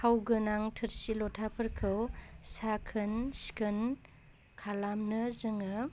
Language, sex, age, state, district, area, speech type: Bodo, female, 30-45, Assam, Baksa, rural, spontaneous